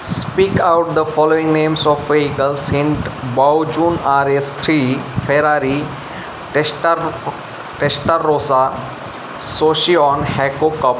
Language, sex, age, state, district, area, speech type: Marathi, male, 18-30, Maharashtra, Ratnagiri, rural, spontaneous